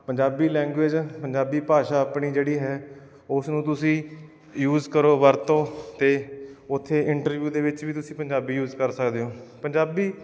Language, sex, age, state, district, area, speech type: Punjabi, male, 45-60, Punjab, Bathinda, urban, spontaneous